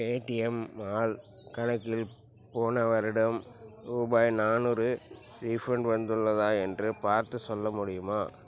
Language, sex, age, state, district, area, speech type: Tamil, male, 30-45, Tamil Nadu, Tiruchirappalli, rural, read